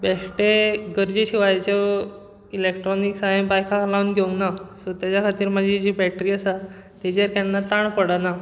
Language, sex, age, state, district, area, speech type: Goan Konkani, male, 18-30, Goa, Bardez, rural, spontaneous